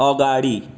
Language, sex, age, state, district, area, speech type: Nepali, male, 18-30, West Bengal, Darjeeling, rural, read